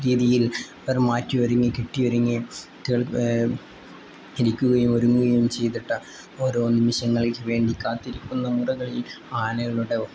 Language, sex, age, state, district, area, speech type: Malayalam, male, 18-30, Kerala, Kozhikode, rural, spontaneous